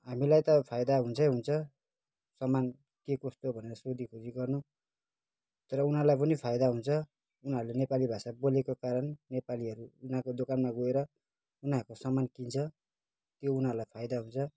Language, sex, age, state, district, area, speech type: Nepali, male, 30-45, West Bengal, Kalimpong, rural, spontaneous